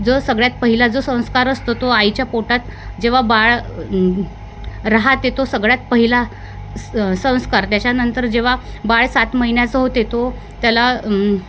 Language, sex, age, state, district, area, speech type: Marathi, female, 30-45, Maharashtra, Wardha, rural, spontaneous